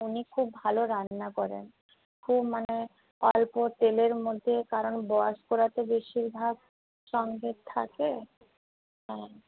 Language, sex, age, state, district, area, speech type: Bengali, female, 45-60, West Bengal, Nadia, rural, conversation